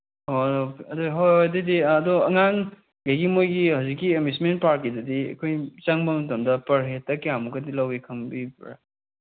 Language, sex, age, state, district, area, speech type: Manipuri, male, 30-45, Manipur, Kangpokpi, urban, conversation